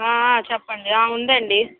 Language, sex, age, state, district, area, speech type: Telugu, female, 18-30, Andhra Pradesh, Guntur, rural, conversation